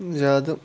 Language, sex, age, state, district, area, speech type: Kashmiri, male, 30-45, Jammu and Kashmir, Bandipora, rural, spontaneous